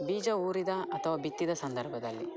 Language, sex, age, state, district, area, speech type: Kannada, male, 18-30, Karnataka, Dakshina Kannada, rural, spontaneous